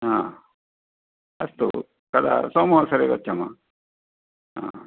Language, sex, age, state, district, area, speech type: Sanskrit, male, 60+, Karnataka, Dakshina Kannada, rural, conversation